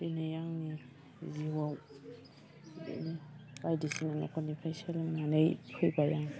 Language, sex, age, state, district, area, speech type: Bodo, female, 45-60, Assam, Chirang, rural, spontaneous